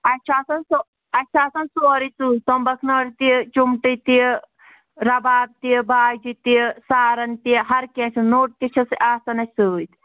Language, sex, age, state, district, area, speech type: Kashmiri, female, 18-30, Jammu and Kashmir, Anantnag, rural, conversation